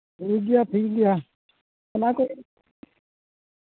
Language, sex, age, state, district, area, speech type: Santali, male, 45-60, Jharkhand, East Singhbhum, rural, conversation